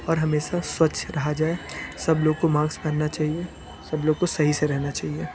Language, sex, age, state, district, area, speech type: Hindi, male, 30-45, Uttar Pradesh, Sonbhadra, rural, spontaneous